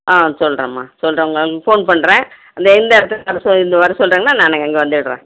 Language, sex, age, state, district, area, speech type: Tamil, female, 60+, Tamil Nadu, Krishnagiri, rural, conversation